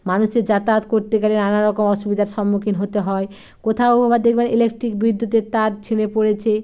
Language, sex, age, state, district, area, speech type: Bengali, female, 45-60, West Bengal, Bankura, urban, spontaneous